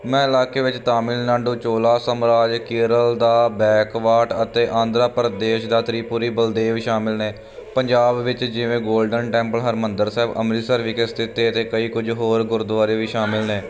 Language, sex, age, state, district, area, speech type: Punjabi, male, 18-30, Punjab, Firozpur, rural, spontaneous